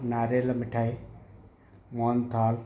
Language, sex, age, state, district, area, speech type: Sindhi, male, 60+, Gujarat, Kutch, rural, spontaneous